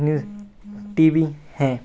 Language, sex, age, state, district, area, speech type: Hindi, male, 18-30, Madhya Pradesh, Seoni, urban, spontaneous